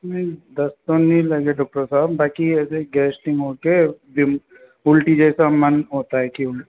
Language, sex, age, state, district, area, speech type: Hindi, male, 18-30, Rajasthan, Jaipur, urban, conversation